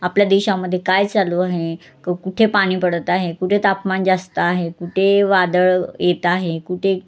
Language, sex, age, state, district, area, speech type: Marathi, female, 30-45, Maharashtra, Wardha, rural, spontaneous